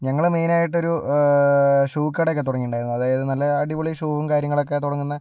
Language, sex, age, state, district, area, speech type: Malayalam, male, 45-60, Kerala, Kozhikode, urban, spontaneous